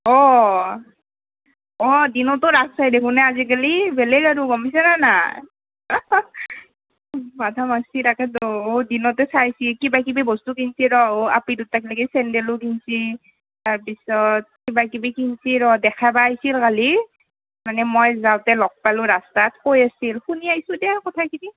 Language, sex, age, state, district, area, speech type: Assamese, female, 18-30, Assam, Nalbari, rural, conversation